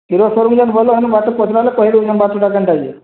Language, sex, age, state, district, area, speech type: Odia, male, 30-45, Odisha, Boudh, rural, conversation